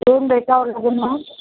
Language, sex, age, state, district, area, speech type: Marathi, female, 18-30, Maharashtra, Jalna, urban, conversation